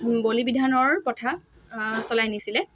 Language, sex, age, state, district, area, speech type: Assamese, female, 18-30, Assam, Dhemaji, urban, spontaneous